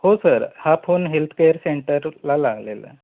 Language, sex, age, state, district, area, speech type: Marathi, male, 30-45, Maharashtra, Sangli, urban, conversation